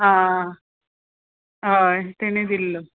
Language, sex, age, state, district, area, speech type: Goan Konkani, female, 45-60, Goa, Murmgao, rural, conversation